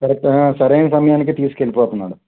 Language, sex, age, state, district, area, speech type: Telugu, male, 30-45, Andhra Pradesh, Krishna, urban, conversation